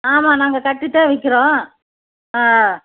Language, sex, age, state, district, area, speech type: Tamil, female, 60+, Tamil Nadu, Erode, rural, conversation